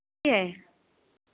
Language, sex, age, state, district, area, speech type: Hindi, female, 45-60, Uttar Pradesh, Pratapgarh, rural, conversation